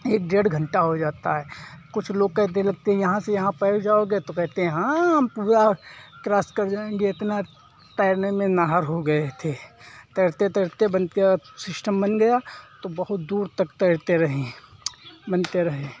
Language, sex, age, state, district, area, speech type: Hindi, male, 45-60, Uttar Pradesh, Hardoi, rural, spontaneous